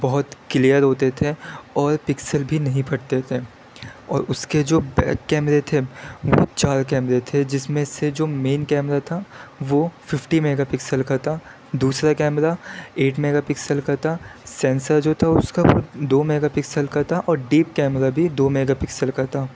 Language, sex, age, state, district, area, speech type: Urdu, male, 18-30, Delhi, Central Delhi, urban, spontaneous